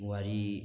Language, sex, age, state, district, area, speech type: Manipuri, male, 18-30, Manipur, Thoubal, rural, spontaneous